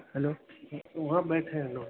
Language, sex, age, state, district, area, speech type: Urdu, male, 30-45, Delhi, Central Delhi, urban, conversation